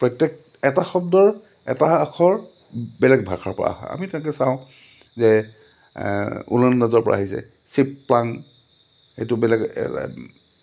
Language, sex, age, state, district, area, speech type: Assamese, male, 45-60, Assam, Lakhimpur, urban, spontaneous